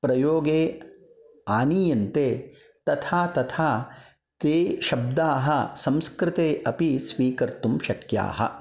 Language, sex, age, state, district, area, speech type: Sanskrit, male, 30-45, Karnataka, Bangalore Rural, urban, spontaneous